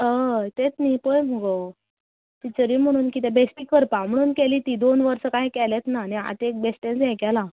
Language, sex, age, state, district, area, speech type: Goan Konkani, female, 18-30, Goa, Canacona, rural, conversation